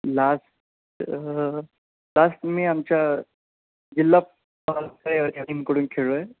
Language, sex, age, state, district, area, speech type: Marathi, male, 18-30, Maharashtra, Jalna, urban, conversation